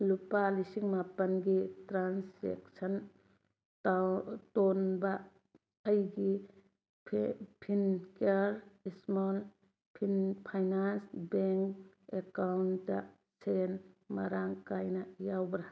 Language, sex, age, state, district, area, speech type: Manipuri, female, 45-60, Manipur, Churachandpur, urban, read